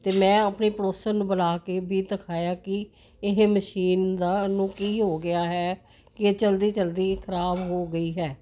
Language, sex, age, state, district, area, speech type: Punjabi, female, 60+, Punjab, Jalandhar, urban, spontaneous